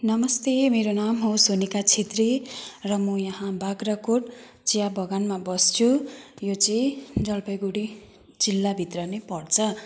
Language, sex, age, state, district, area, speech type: Nepali, female, 30-45, West Bengal, Jalpaiguri, rural, spontaneous